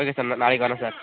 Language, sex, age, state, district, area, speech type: Tamil, female, 18-30, Tamil Nadu, Dharmapuri, urban, conversation